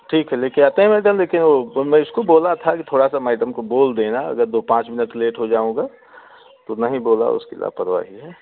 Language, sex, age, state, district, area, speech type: Hindi, male, 45-60, Uttar Pradesh, Prayagraj, rural, conversation